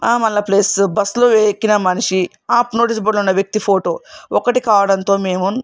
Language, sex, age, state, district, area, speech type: Telugu, female, 45-60, Telangana, Hyderabad, urban, spontaneous